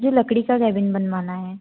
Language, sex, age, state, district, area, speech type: Hindi, female, 18-30, Madhya Pradesh, Betul, rural, conversation